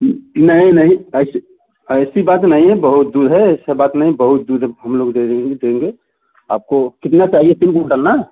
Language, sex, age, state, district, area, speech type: Hindi, male, 45-60, Uttar Pradesh, Chandauli, urban, conversation